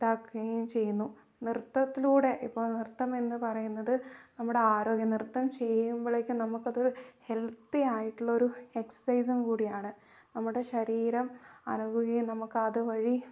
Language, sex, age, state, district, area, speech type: Malayalam, female, 18-30, Kerala, Wayanad, rural, spontaneous